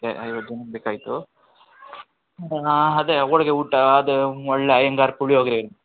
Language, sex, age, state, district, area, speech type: Kannada, male, 60+, Karnataka, Bangalore Urban, urban, conversation